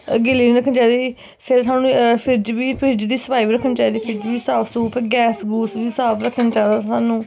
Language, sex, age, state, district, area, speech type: Dogri, female, 18-30, Jammu and Kashmir, Kathua, rural, spontaneous